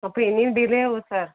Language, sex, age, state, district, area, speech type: Malayalam, female, 30-45, Kerala, Kannur, rural, conversation